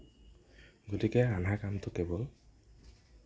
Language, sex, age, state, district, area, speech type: Assamese, male, 18-30, Assam, Nagaon, rural, spontaneous